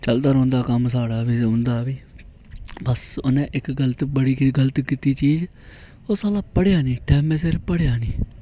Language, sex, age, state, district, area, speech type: Dogri, male, 18-30, Jammu and Kashmir, Reasi, rural, spontaneous